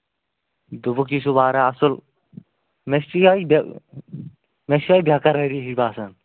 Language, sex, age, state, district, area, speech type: Kashmiri, male, 18-30, Jammu and Kashmir, Kulgam, rural, conversation